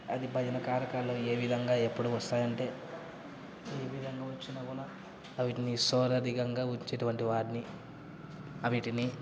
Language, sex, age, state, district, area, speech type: Telugu, male, 30-45, Andhra Pradesh, Kadapa, rural, spontaneous